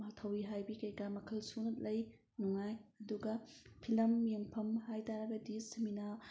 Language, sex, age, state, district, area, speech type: Manipuri, female, 30-45, Manipur, Thoubal, rural, spontaneous